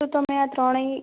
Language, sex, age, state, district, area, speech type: Gujarati, female, 18-30, Gujarat, Ahmedabad, rural, conversation